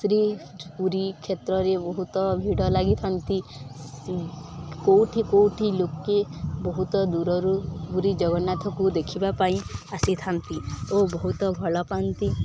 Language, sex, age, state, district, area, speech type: Odia, female, 18-30, Odisha, Balangir, urban, spontaneous